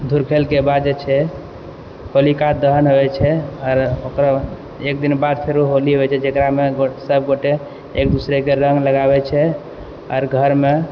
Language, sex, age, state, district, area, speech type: Maithili, male, 18-30, Bihar, Purnia, urban, spontaneous